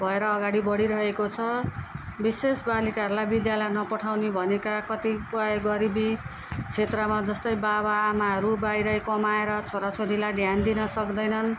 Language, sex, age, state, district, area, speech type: Nepali, female, 45-60, West Bengal, Darjeeling, rural, spontaneous